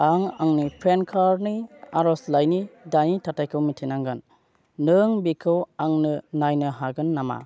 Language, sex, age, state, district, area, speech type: Bodo, male, 30-45, Assam, Kokrajhar, rural, read